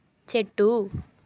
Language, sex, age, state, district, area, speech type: Telugu, female, 18-30, Andhra Pradesh, Anakapalli, rural, read